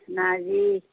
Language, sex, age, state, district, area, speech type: Assamese, female, 60+, Assam, Dhemaji, rural, conversation